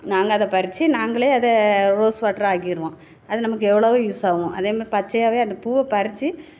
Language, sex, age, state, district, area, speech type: Tamil, female, 45-60, Tamil Nadu, Thoothukudi, urban, spontaneous